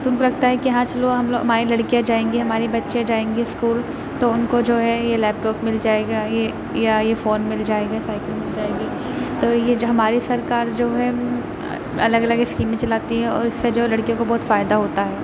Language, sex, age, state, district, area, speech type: Urdu, female, 30-45, Uttar Pradesh, Aligarh, rural, spontaneous